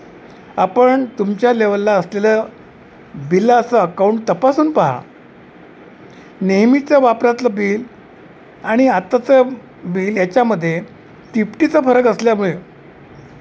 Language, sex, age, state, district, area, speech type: Marathi, male, 60+, Maharashtra, Wardha, urban, spontaneous